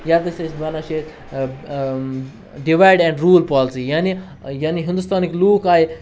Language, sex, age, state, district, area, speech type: Kashmiri, male, 30-45, Jammu and Kashmir, Kupwara, rural, spontaneous